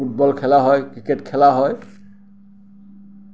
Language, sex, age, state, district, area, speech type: Assamese, male, 60+, Assam, Kamrup Metropolitan, urban, spontaneous